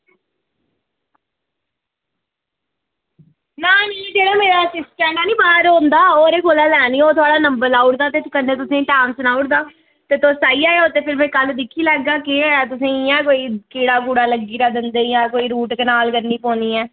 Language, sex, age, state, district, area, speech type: Dogri, female, 45-60, Jammu and Kashmir, Udhampur, rural, conversation